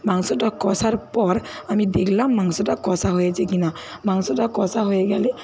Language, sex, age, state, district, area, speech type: Bengali, female, 60+, West Bengal, Paschim Medinipur, rural, spontaneous